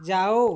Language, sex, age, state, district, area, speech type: Hindi, male, 18-30, Uttar Pradesh, Chandauli, rural, read